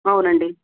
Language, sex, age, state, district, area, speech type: Telugu, female, 30-45, Andhra Pradesh, Krishna, urban, conversation